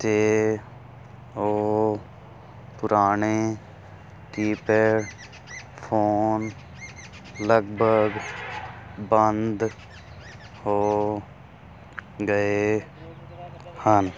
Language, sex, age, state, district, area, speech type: Punjabi, male, 18-30, Punjab, Fazilka, rural, spontaneous